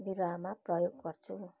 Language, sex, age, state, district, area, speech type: Nepali, female, 45-60, West Bengal, Darjeeling, rural, spontaneous